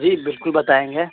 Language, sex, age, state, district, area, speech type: Urdu, male, 18-30, Bihar, Purnia, rural, conversation